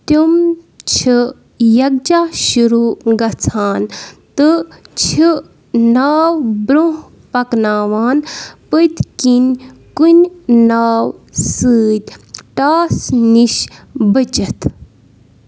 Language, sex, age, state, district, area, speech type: Kashmiri, female, 30-45, Jammu and Kashmir, Bandipora, rural, read